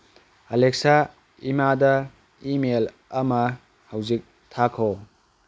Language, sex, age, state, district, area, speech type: Manipuri, male, 18-30, Manipur, Tengnoupal, rural, read